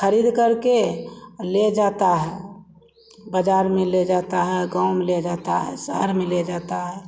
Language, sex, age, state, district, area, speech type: Hindi, female, 45-60, Bihar, Begusarai, rural, spontaneous